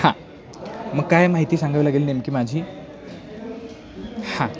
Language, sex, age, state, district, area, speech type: Marathi, male, 18-30, Maharashtra, Sangli, urban, spontaneous